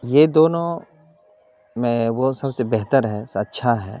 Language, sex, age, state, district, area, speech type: Urdu, male, 30-45, Bihar, Khagaria, rural, spontaneous